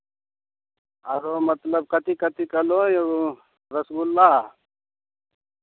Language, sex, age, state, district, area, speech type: Maithili, male, 30-45, Bihar, Begusarai, rural, conversation